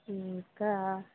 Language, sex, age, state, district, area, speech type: Telugu, female, 18-30, Andhra Pradesh, Eluru, rural, conversation